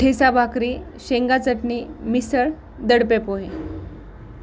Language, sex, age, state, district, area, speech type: Marathi, female, 18-30, Maharashtra, Nanded, rural, spontaneous